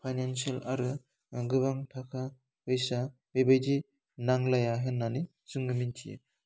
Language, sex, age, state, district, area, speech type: Bodo, male, 18-30, Assam, Udalguri, rural, spontaneous